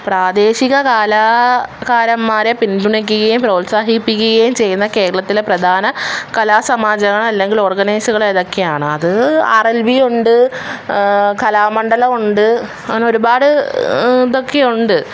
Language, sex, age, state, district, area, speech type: Malayalam, female, 18-30, Kerala, Kollam, urban, spontaneous